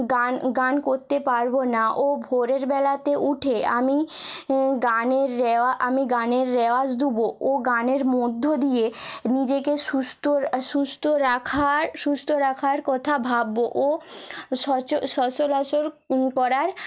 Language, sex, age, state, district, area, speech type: Bengali, female, 18-30, West Bengal, Nadia, rural, spontaneous